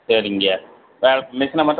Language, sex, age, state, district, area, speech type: Tamil, male, 60+, Tamil Nadu, Tiruchirappalli, rural, conversation